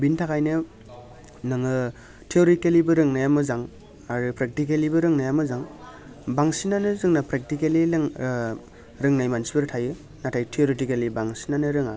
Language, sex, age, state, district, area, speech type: Bodo, male, 30-45, Assam, Baksa, urban, spontaneous